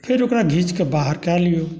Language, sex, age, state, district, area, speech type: Maithili, male, 60+, Bihar, Saharsa, rural, spontaneous